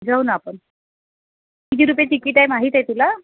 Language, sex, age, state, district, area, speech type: Marathi, female, 30-45, Maharashtra, Wardha, rural, conversation